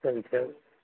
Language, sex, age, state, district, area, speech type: Tamil, male, 18-30, Tamil Nadu, Nilgiris, rural, conversation